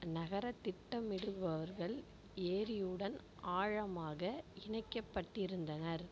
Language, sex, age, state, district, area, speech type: Tamil, female, 45-60, Tamil Nadu, Mayiladuthurai, rural, read